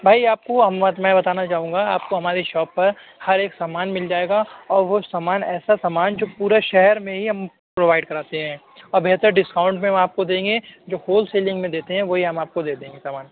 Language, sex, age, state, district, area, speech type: Urdu, male, 60+, Uttar Pradesh, Shahjahanpur, rural, conversation